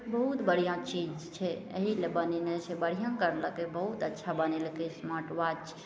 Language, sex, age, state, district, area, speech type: Maithili, female, 18-30, Bihar, Araria, rural, spontaneous